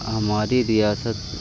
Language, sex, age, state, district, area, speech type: Urdu, male, 18-30, Uttar Pradesh, Muzaffarnagar, urban, spontaneous